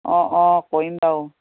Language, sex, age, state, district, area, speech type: Assamese, female, 45-60, Assam, Dibrugarh, rural, conversation